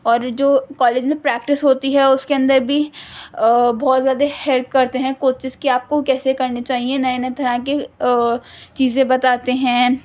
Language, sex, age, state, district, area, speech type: Urdu, female, 18-30, Delhi, Central Delhi, urban, spontaneous